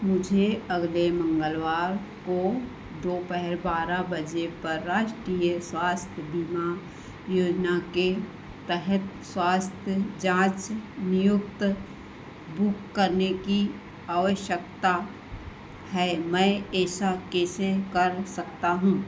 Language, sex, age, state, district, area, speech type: Hindi, female, 60+, Madhya Pradesh, Harda, urban, read